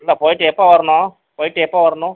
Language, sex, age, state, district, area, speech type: Tamil, male, 60+, Tamil Nadu, Pudukkottai, rural, conversation